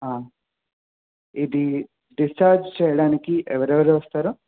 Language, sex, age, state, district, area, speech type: Telugu, male, 18-30, Telangana, Mahabubabad, urban, conversation